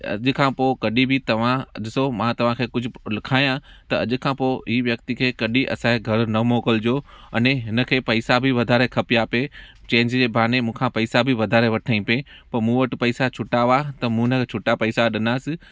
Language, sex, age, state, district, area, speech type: Sindhi, male, 30-45, Gujarat, Junagadh, rural, spontaneous